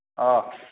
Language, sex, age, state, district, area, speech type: Assamese, male, 45-60, Assam, Goalpara, urban, conversation